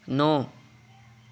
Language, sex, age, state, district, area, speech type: Punjabi, male, 18-30, Punjab, Gurdaspur, rural, read